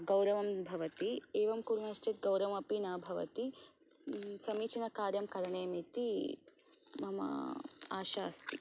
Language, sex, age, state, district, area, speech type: Sanskrit, female, 18-30, Karnataka, Belgaum, urban, spontaneous